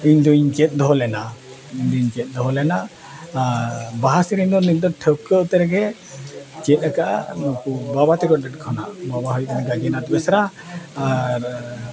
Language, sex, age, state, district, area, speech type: Santali, male, 60+, Odisha, Mayurbhanj, rural, spontaneous